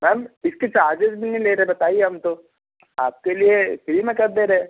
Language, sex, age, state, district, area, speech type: Hindi, male, 30-45, Madhya Pradesh, Betul, rural, conversation